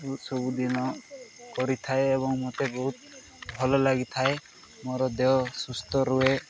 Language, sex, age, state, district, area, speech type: Odia, male, 18-30, Odisha, Nabarangpur, urban, spontaneous